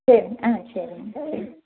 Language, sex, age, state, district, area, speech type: Tamil, female, 30-45, Tamil Nadu, Tiruppur, urban, conversation